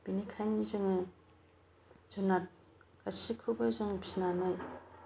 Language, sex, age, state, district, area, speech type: Bodo, female, 45-60, Assam, Kokrajhar, rural, spontaneous